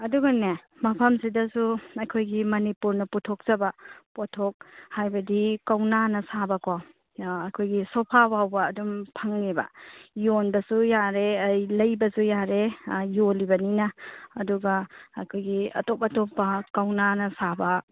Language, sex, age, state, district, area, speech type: Manipuri, female, 18-30, Manipur, Churachandpur, rural, conversation